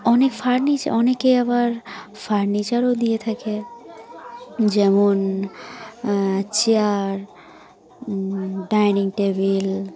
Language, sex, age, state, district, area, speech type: Bengali, female, 18-30, West Bengal, Dakshin Dinajpur, urban, spontaneous